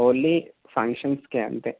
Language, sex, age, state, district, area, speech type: Telugu, male, 30-45, Andhra Pradesh, Srikakulam, urban, conversation